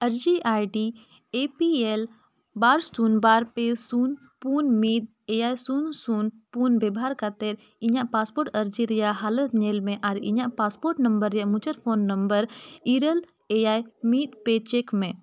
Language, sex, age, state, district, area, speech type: Santali, female, 18-30, Jharkhand, Bokaro, rural, read